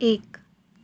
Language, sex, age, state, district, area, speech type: Nepali, female, 30-45, West Bengal, Darjeeling, rural, read